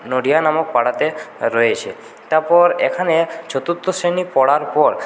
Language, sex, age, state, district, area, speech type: Bengali, male, 30-45, West Bengal, Purulia, rural, spontaneous